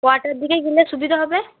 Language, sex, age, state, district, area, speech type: Bengali, female, 18-30, West Bengal, Cooch Behar, urban, conversation